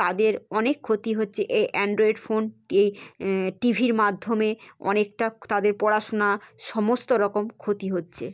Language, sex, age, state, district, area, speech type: Bengali, female, 30-45, West Bengal, Hooghly, urban, spontaneous